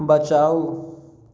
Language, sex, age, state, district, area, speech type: Maithili, male, 18-30, Bihar, Samastipur, urban, read